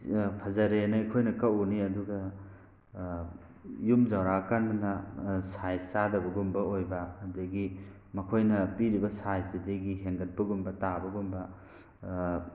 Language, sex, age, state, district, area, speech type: Manipuri, male, 45-60, Manipur, Thoubal, rural, spontaneous